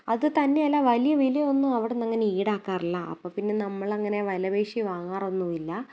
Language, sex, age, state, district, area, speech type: Malayalam, female, 18-30, Kerala, Idukki, rural, spontaneous